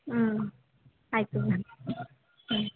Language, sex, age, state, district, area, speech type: Kannada, female, 18-30, Karnataka, Chamarajanagar, rural, conversation